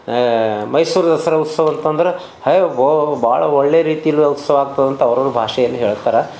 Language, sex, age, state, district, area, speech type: Kannada, male, 60+, Karnataka, Bidar, urban, spontaneous